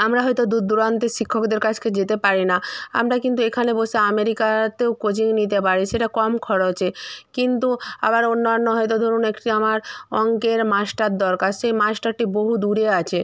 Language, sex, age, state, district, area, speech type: Bengali, female, 45-60, West Bengal, Purba Medinipur, rural, spontaneous